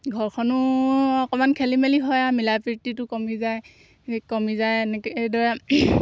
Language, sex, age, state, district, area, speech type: Assamese, female, 30-45, Assam, Golaghat, rural, spontaneous